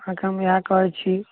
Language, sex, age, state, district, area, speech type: Maithili, male, 18-30, Bihar, Samastipur, rural, conversation